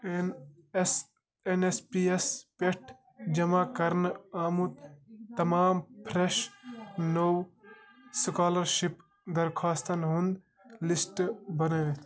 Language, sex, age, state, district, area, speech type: Kashmiri, male, 18-30, Jammu and Kashmir, Bandipora, rural, read